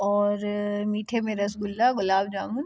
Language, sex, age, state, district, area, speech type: Hindi, female, 30-45, Madhya Pradesh, Katni, urban, spontaneous